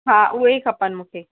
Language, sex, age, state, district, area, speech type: Sindhi, female, 45-60, Maharashtra, Thane, urban, conversation